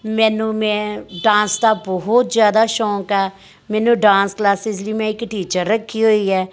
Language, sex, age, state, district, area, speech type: Punjabi, female, 45-60, Punjab, Amritsar, urban, spontaneous